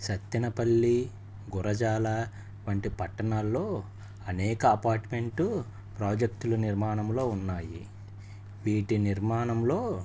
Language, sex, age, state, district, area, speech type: Telugu, male, 30-45, Andhra Pradesh, Palnadu, urban, spontaneous